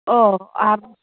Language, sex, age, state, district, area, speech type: Santali, female, 60+, West Bengal, Purba Bardhaman, rural, conversation